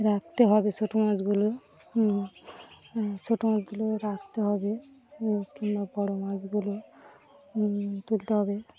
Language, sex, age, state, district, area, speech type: Bengali, female, 45-60, West Bengal, Birbhum, urban, spontaneous